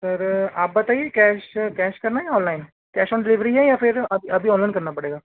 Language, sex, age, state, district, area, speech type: Hindi, male, 18-30, Madhya Pradesh, Seoni, urban, conversation